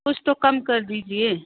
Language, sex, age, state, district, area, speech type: Hindi, female, 30-45, Uttar Pradesh, Prayagraj, rural, conversation